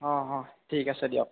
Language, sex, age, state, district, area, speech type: Assamese, male, 18-30, Assam, Lakhimpur, rural, conversation